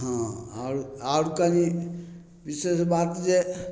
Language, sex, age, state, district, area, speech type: Maithili, male, 45-60, Bihar, Samastipur, rural, spontaneous